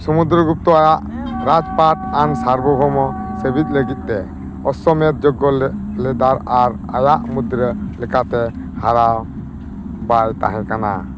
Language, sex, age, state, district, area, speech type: Santali, male, 45-60, West Bengal, Dakshin Dinajpur, rural, read